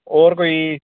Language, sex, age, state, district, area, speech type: Dogri, male, 30-45, Jammu and Kashmir, Samba, urban, conversation